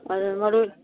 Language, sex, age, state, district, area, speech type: Manipuri, female, 60+, Manipur, Kangpokpi, urban, conversation